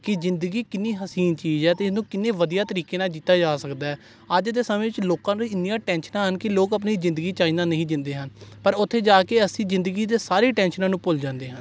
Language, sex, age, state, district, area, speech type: Punjabi, male, 18-30, Punjab, Gurdaspur, rural, spontaneous